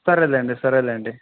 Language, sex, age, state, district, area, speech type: Telugu, male, 30-45, Andhra Pradesh, Kadapa, urban, conversation